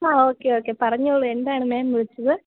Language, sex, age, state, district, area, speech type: Malayalam, female, 18-30, Kerala, Idukki, rural, conversation